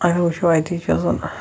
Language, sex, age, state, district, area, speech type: Kashmiri, male, 18-30, Jammu and Kashmir, Shopian, urban, spontaneous